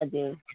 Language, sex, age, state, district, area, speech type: Nepali, female, 30-45, West Bengal, Kalimpong, rural, conversation